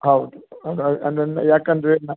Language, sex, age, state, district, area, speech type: Kannada, male, 60+, Karnataka, Uttara Kannada, rural, conversation